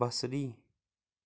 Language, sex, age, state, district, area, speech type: Kashmiri, male, 18-30, Jammu and Kashmir, Budgam, rural, read